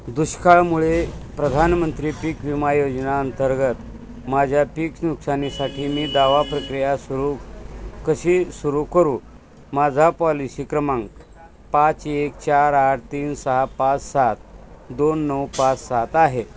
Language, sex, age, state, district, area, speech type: Marathi, male, 60+, Maharashtra, Osmanabad, rural, read